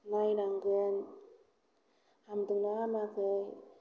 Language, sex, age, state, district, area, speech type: Bodo, female, 45-60, Assam, Kokrajhar, rural, spontaneous